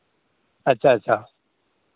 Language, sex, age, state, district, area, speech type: Hindi, male, 45-60, Bihar, Madhepura, rural, conversation